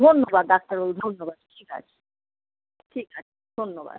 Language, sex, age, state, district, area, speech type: Bengali, female, 60+, West Bengal, North 24 Parganas, urban, conversation